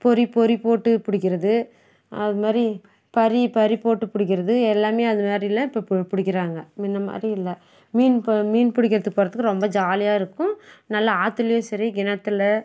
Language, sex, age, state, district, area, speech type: Tamil, female, 60+, Tamil Nadu, Krishnagiri, rural, spontaneous